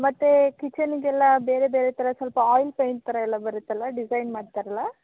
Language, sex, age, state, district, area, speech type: Kannada, female, 18-30, Karnataka, Hassan, rural, conversation